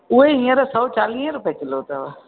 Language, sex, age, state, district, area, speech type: Sindhi, female, 45-60, Gujarat, Junagadh, rural, conversation